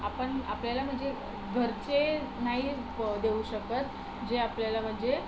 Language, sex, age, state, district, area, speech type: Marathi, female, 18-30, Maharashtra, Solapur, urban, spontaneous